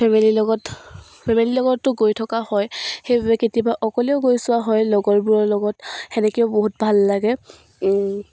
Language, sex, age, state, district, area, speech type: Assamese, female, 18-30, Assam, Dibrugarh, rural, spontaneous